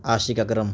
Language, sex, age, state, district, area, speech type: Urdu, male, 18-30, Delhi, East Delhi, urban, spontaneous